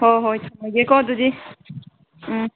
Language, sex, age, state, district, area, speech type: Manipuri, female, 18-30, Manipur, Kangpokpi, urban, conversation